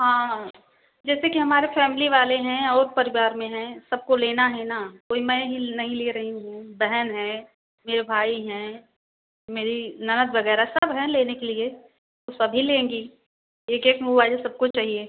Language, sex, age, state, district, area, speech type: Hindi, female, 30-45, Uttar Pradesh, Prayagraj, rural, conversation